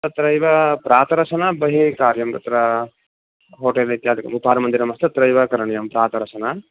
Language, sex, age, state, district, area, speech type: Sanskrit, male, 30-45, Karnataka, Uttara Kannada, rural, conversation